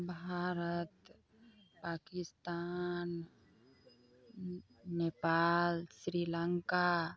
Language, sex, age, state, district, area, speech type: Maithili, female, 30-45, Bihar, Sitamarhi, urban, spontaneous